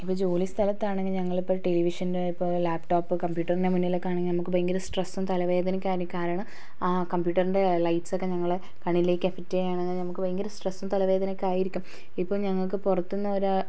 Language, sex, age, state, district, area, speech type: Malayalam, female, 18-30, Kerala, Wayanad, rural, spontaneous